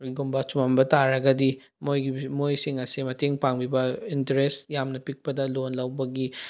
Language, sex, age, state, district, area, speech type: Manipuri, male, 18-30, Manipur, Bishnupur, rural, spontaneous